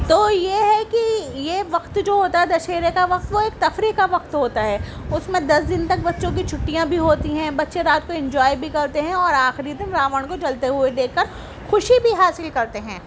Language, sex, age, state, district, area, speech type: Urdu, female, 18-30, Delhi, Central Delhi, urban, spontaneous